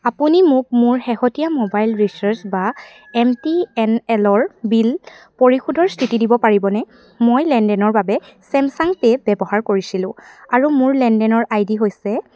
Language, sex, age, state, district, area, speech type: Assamese, female, 18-30, Assam, Sivasagar, rural, read